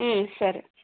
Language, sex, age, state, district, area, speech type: Telugu, female, 30-45, Andhra Pradesh, Vizianagaram, rural, conversation